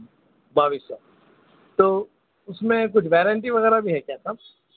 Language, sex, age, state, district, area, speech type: Urdu, male, 30-45, Telangana, Hyderabad, urban, conversation